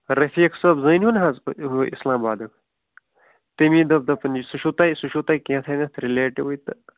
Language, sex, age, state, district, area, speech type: Kashmiri, male, 30-45, Jammu and Kashmir, Shopian, urban, conversation